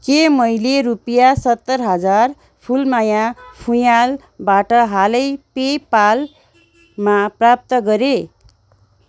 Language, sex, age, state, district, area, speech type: Nepali, female, 45-60, West Bengal, Darjeeling, rural, read